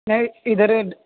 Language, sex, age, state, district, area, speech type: Urdu, male, 18-30, Bihar, Purnia, rural, conversation